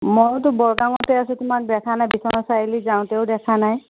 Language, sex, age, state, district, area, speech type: Assamese, female, 45-60, Assam, Biswanath, rural, conversation